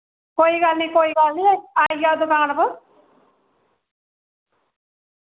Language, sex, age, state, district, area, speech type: Dogri, female, 30-45, Jammu and Kashmir, Samba, rural, conversation